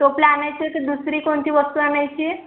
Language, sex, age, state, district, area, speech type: Marathi, female, 18-30, Maharashtra, Wardha, rural, conversation